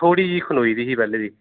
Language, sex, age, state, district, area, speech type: Dogri, male, 30-45, Jammu and Kashmir, Reasi, urban, conversation